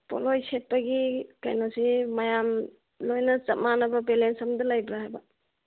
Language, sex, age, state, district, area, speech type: Manipuri, female, 45-60, Manipur, Churachandpur, urban, conversation